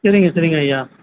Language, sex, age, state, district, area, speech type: Tamil, male, 18-30, Tamil Nadu, Kallakurichi, rural, conversation